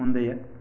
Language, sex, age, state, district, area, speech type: Tamil, male, 30-45, Tamil Nadu, Erode, rural, read